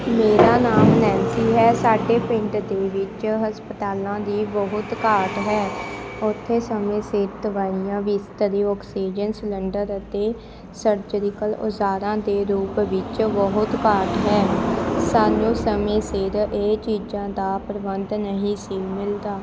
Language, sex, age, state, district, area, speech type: Punjabi, female, 18-30, Punjab, Shaheed Bhagat Singh Nagar, rural, spontaneous